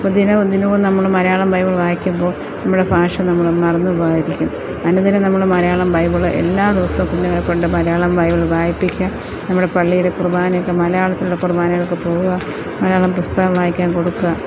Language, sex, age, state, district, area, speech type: Malayalam, female, 45-60, Kerala, Thiruvananthapuram, rural, spontaneous